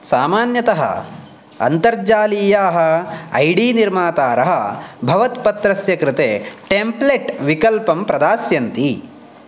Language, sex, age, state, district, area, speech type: Sanskrit, male, 18-30, Karnataka, Uttara Kannada, rural, read